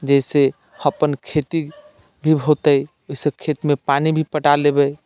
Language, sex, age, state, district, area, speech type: Maithili, male, 45-60, Bihar, Sitamarhi, rural, spontaneous